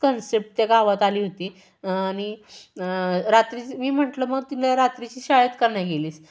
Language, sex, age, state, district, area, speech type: Marathi, female, 18-30, Maharashtra, Satara, urban, spontaneous